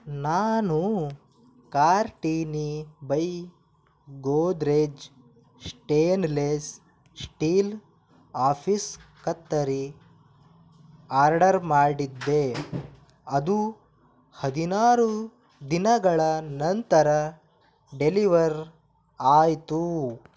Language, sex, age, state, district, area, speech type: Kannada, male, 18-30, Karnataka, Bidar, rural, read